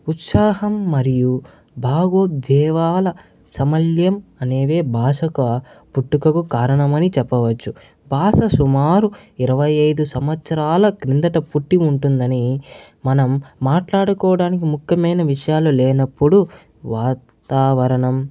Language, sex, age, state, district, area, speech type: Telugu, male, 45-60, Andhra Pradesh, Chittoor, urban, spontaneous